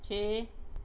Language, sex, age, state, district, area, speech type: Punjabi, female, 45-60, Punjab, Pathankot, rural, read